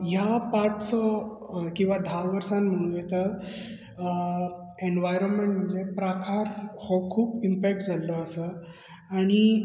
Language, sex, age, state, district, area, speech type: Goan Konkani, male, 30-45, Goa, Bardez, urban, spontaneous